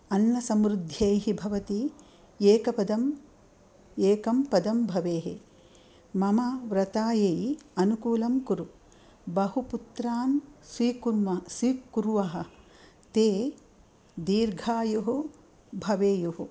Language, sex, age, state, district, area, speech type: Sanskrit, female, 60+, Karnataka, Dakshina Kannada, urban, spontaneous